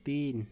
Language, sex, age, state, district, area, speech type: Hindi, male, 30-45, Uttar Pradesh, Azamgarh, rural, read